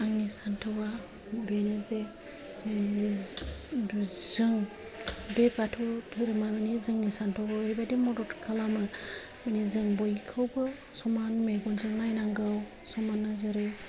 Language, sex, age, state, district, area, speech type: Bodo, female, 45-60, Assam, Kokrajhar, rural, spontaneous